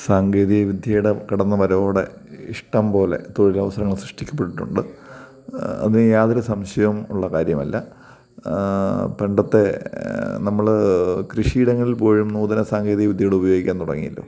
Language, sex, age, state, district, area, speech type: Malayalam, male, 30-45, Kerala, Kottayam, rural, spontaneous